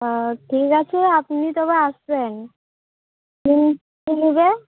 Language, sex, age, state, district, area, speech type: Bengali, female, 30-45, West Bengal, Uttar Dinajpur, urban, conversation